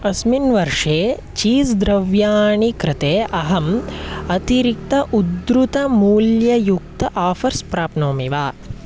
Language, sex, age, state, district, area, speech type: Sanskrit, male, 18-30, Karnataka, Chikkamagaluru, rural, read